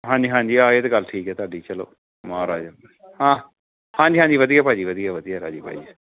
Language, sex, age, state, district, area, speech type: Punjabi, male, 30-45, Punjab, Gurdaspur, rural, conversation